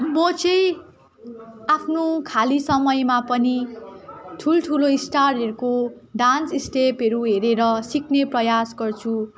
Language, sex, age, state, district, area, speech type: Nepali, female, 18-30, West Bengal, Darjeeling, rural, spontaneous